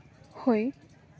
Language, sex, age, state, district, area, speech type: Santali, female, 18-30, West Bengal, Paschim Bardhaman, rural, spontaneous